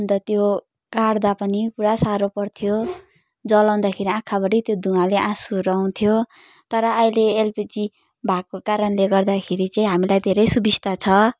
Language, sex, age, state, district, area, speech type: Nepali, female, 18-30, West Bengal, Darjeeling, rural, spontaneous